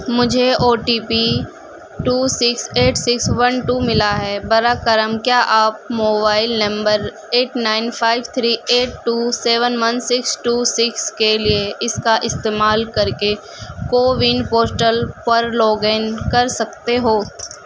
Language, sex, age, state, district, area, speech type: Urdu, female, 18-30, Uttar Pradesh, Gautam Buddha Nagar, urban, read